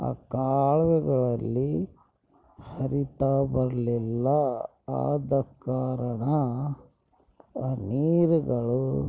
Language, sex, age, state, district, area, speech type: Kannada, male, 45-60, Karnataka, Bidar, urban, spontaneous